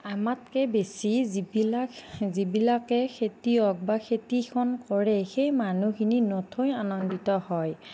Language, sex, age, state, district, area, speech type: Assamese, female, 45-60, Assam, Nagaon, rural, spontaneous